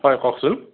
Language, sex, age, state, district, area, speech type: Assamese, male, 18-30, Assam, Morigaon, rural, conversation